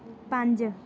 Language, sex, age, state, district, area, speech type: Punjabi, female, 18-30, Punjab, Bathinda, rural, read